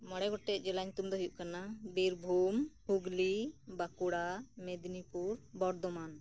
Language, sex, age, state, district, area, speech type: Santali, female, 30-45, West Bengal, Birbhum, rural, spontaneous